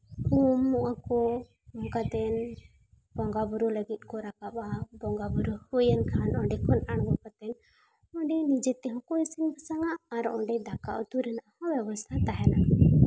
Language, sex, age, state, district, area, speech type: Santali, female, 30-45, Jharkhand, Seraikela Kharsawan, rural, spontaneous